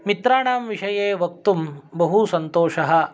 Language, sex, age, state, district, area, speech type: Sanskrit, male, 30-45, Karnataka, Shimoga, urban, spontaneous